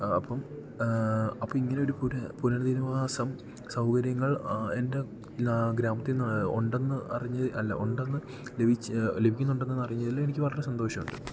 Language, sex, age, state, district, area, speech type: Malayalam, male, 18-30, Kerala, Idukki, rural, spontaneous